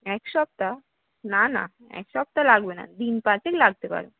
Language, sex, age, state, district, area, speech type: Bengali, female, 18-30, West Bengal, Howrah, urban, conversation